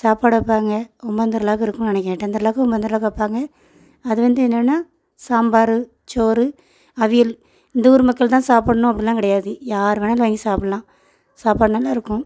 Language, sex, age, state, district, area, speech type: Tamil, female, 30-45, Tamil Nadu, Thoothukudi, rural, spontaneous